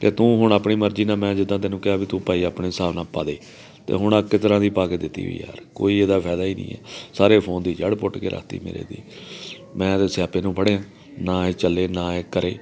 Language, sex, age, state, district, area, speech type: Punjabi, male, 45-60, Punjab, Amritsar, urban, spontaneous